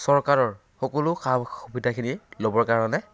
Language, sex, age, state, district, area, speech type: Assamese, male, 18-30, Assam, Kamrup Metropolitan, rural, spontaneous